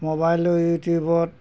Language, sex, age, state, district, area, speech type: Assamese, male, 60+, Assam, Golaghat, urban, spontaneous